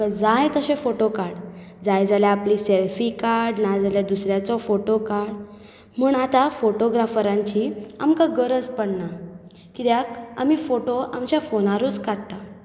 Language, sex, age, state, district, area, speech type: Goan Konkani, female, 18-30, Goa, Bardez, urban, spontaneous